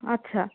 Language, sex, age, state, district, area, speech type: Bengali, female, 30-45, West Bengal, Darjeeling, urban, conversation